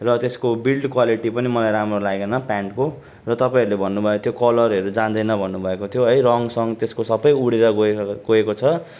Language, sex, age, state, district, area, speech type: Nepali, male, 18-30, West Bengal, Darjeeling, rural, spontaneous